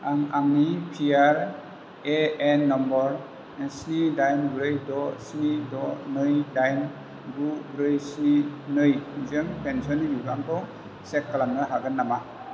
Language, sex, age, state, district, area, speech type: Bodo, male, 45-60, Assam, Chirang, rural, read